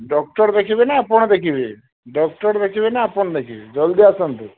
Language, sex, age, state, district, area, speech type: Odia, male, 30-45, Odisha, Sambalpur, rural, conversation